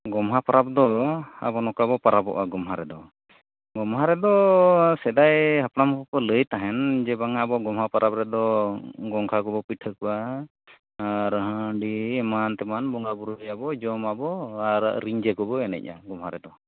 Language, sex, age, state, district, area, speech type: Santali, male, 45-60, Odisha, Mayurbhanj, rural, conversation